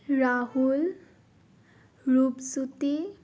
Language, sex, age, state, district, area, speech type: Assamese, female, 18-30, Assam, Biswanath, rural, spontaneous